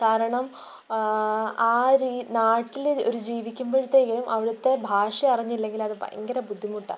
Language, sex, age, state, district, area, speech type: Malayalam, female, 18-30, Kerala, Pathanamthitta, rural, spontaneous